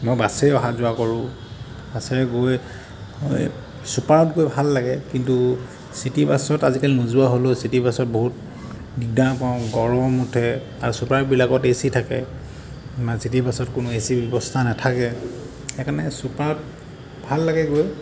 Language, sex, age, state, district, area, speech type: Assamese, male, 30-45, Assam, Jorhat, urban, spontaneous